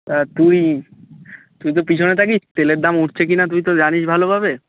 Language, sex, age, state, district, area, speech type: Bengali, male, 18-30, West Bengal, Birbhum, urban, conversation